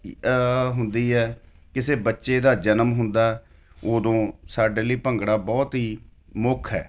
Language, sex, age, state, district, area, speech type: Punjabi, male, 45-60, Punjab, Ludhiana, urban, spontaneous